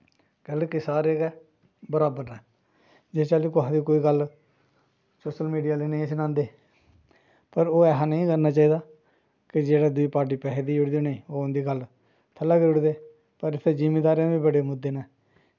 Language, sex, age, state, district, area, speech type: Dogri, male, 45-60, Jammu and Kashmir, Jammu, rural, spontaneous